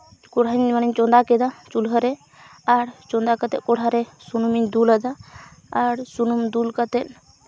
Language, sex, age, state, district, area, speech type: Santali, female, 18-30, West Bengal, Purulia, rural, spontaneous